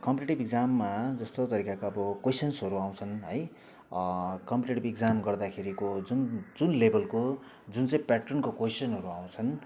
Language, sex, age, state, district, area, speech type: Nepali, male, 30-45, West Bengal, Kalimpong, rural, spontaneous